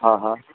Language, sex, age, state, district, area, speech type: Marathi, male, 30-45, Maharashtra, Yavatmal, urban, conversation